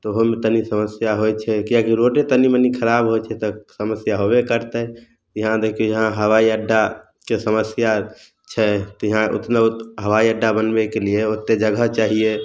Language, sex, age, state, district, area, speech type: Maithili, male, 18-30, Bihar, Samastipur, rural, spontaneous